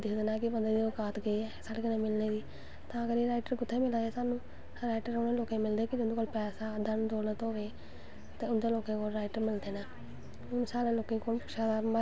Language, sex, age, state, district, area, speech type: Dogri, female, 18-30, Jammu and Kashmir, Samba, rural, spontaneous